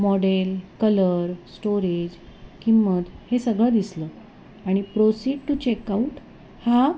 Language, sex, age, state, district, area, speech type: Marathi, female, 45-60, Maharashtra, Thane, rural, spontaneous